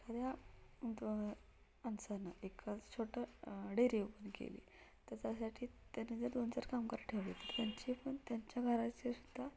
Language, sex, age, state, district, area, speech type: Marathi, female, 18-30, Maharashtra, Satara, urban, spontaneous